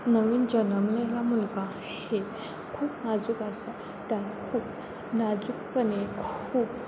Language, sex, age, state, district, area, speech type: Marathi, female, 18-30, Maharashtra, Sangli, rural, spontaneous